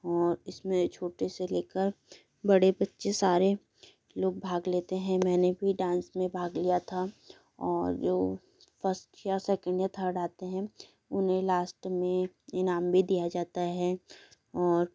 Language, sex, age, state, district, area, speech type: Hindi, female, 18-30, Madhya Pradesh, Betul, urban, spontaneous